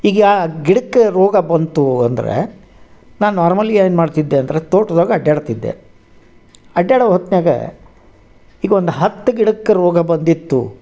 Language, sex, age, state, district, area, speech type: Kannada, male, 60+, Karnataka, Dharwad, rural, spontaneous